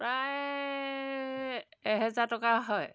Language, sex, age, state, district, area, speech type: Assamese, female, 45-60, Assam, Golaghat, rural, spontaneous